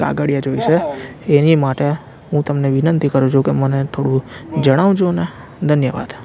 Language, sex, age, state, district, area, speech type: Gujarati, male, 18-30, Gujarat, Anand, rural, spontaneous